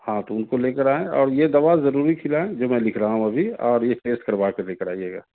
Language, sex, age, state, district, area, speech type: Urdu, male, 30-45, Delhi, South Delhi, urban, conversation